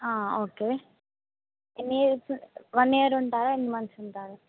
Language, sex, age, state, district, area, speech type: Telugu, female, 18-30, Telangana, Mahbubnagar, urban, conversation